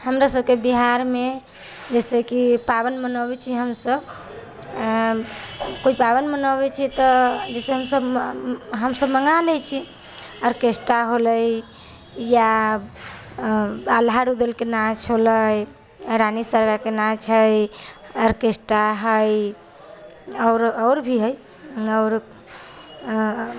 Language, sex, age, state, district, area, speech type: Maithili, female, 18-30, Bihar, Samastipur, urban, spontaneous